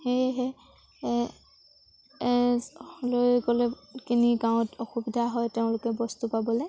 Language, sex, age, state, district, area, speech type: Assamese, female, 18-30, Assam, Sivasagar, rural, spontaneous